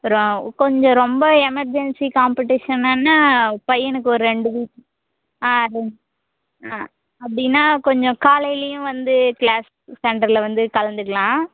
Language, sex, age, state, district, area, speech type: Tamil, female, 18-30, Tamil Nadu, Kallakurichi, rural, conversation